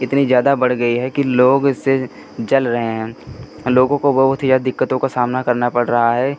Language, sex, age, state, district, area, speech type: Hindi, male, 18-30, Uttar Pradesh, Pratapgarh, urban, spontaneous